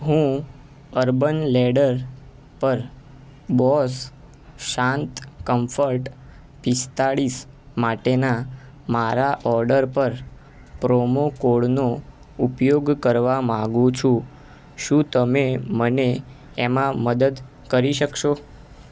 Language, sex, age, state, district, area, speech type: Gujarati, male, 18-30, Gujarat, Ahmedabad, urban, read